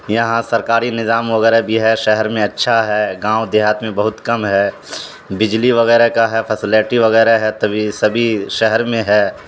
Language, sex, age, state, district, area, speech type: Urdu, male, 30-45, Bihar, Supaul, rural, spontaneous